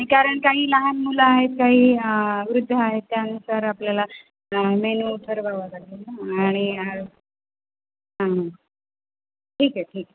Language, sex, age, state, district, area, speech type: Marathi, female, 30-45, Maharashtra, Nanded, urban, conversation